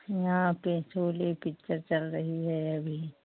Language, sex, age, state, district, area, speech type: Hindi, female, 45-60, Uttar Pradesh, Pratapgarh, rural, conversation